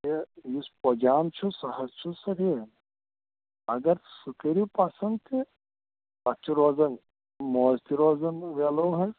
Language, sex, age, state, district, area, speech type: Kashmiri, female, 45-60, Jammu and Kashmir, Shopian, rural, conversation